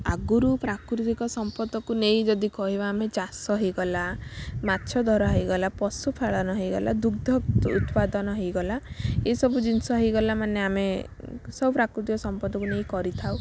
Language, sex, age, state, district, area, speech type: Odia, female, 30-45, Odisha, Kalahandi, rural, spontaneous